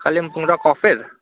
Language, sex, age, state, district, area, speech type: Nepali, male, 18-30, West Bengal, Kalimpong, rural, conversation